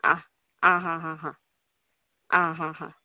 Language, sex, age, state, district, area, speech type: Goan Konkani, female, 30-45, Goa, Canacona, rural, conversation